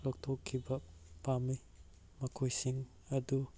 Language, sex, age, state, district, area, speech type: Manipuri, male, 18-30, Manipur, Kangpokpi, urban, read